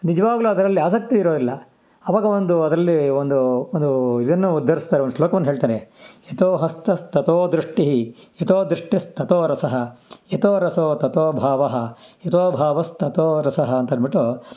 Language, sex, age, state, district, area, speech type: Kannada, male, 60+, Karnataka, Kolar, rural, spontaneous